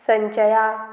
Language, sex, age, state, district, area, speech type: Goan Konkani, female, 18-30, Goa, Murmgao, rural, spontaneous